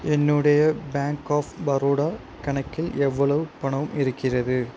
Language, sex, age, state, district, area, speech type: Tamil, male, 30-45, Tamil Nadu, Sivaganga, rural, read